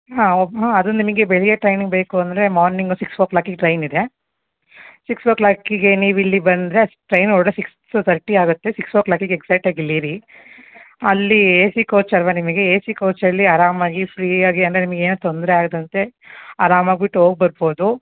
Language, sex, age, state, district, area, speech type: Kannada, female, 30-45, Karnataka, Hassan, urban, conversation